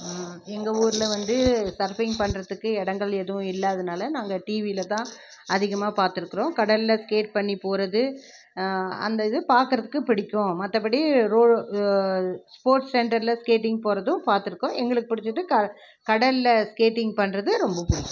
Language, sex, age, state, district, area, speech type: Tamil, female, 60+, Tamil Nadu, Krishnagiri, rural, spontaneous